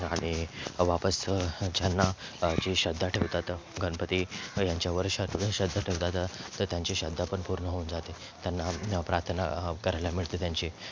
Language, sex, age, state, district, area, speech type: Marathi, male, 30-45, Maharashtra, Thane, urban, spontaneous